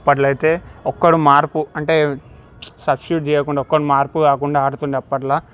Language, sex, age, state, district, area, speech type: Telugu, male, 18-30, Telangana, Medchal, urban, spontaneous